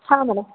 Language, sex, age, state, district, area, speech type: Kannada, female, 30-45, Karnataka, Vijayanagara, rural, conversation